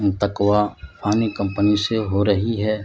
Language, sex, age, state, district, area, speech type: Urdu, male, 45-60, Bihar, Madhubani, rural, spontaneous